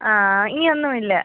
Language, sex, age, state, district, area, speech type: Malayalam, female, 18-30, Kerala, Kollam, rural, conversation